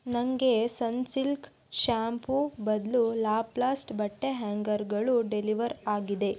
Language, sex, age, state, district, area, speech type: Kannada, female, 30-45, Karnataka, Tumkur, rural, read